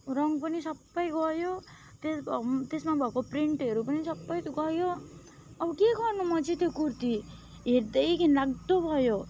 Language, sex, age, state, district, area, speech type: Nepali, female, 30-45, West Bengal, Kalimpong, rural, spontaneous